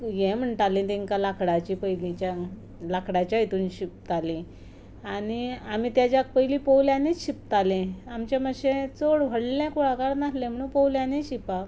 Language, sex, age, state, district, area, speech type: Goan Konkani, female, 45-60, Goa, Ponda, rural, spontaneous